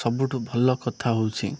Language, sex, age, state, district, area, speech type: Odia, male, 18-30, Odisha, Koraput, urban, spontaneous